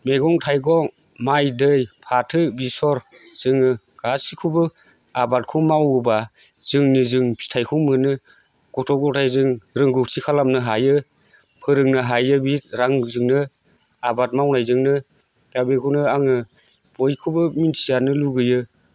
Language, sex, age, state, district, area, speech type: Bodo, male, 45-60, Assam, Chirang, rural, spontaneous